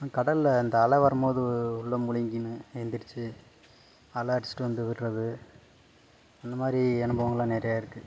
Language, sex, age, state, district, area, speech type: Tamil, male, 30-45, Tamil Nadu, Dharmapuri, rural, spontaneous